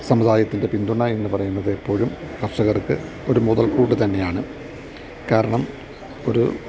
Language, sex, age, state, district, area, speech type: Malayalam, male, 60+, Kerala, Idukki, rural, spontaneous